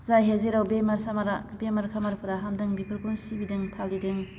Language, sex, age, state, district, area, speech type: Bodo, female, 30-45, Assam, Baksa, rural, spontaneous